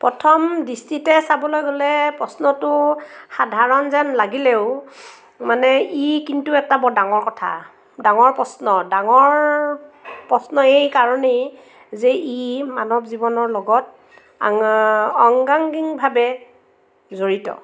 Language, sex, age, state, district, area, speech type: Assamese, female, 45-60, Assam, Morigaon, rural, spontaneous